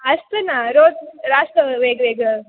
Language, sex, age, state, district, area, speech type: Marathi, female, 18-30, Maharashtra, Ahmednagar, rural, conversation